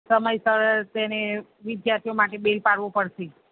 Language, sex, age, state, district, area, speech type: Gujarati, female, 30-45, Gujarat, Aravalli, urban, conversation